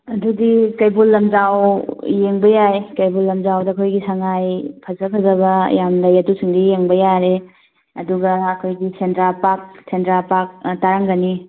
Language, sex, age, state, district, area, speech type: Manipuri, female, 18-30, Manipur, Thoubal, urban, conversation